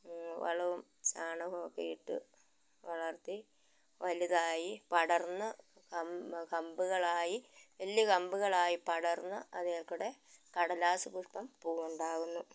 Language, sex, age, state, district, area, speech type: Malayalam, female, 60+, Kerala, Malappuram, rural, spontaneous